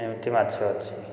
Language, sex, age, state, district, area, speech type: Odia, male, 30-45, Odisha, Puri, urban, spontaneous